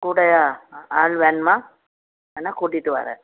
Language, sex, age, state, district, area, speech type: Tamil, female, 45-60, Tamil Nadu, Thoothukudi, urban, conversation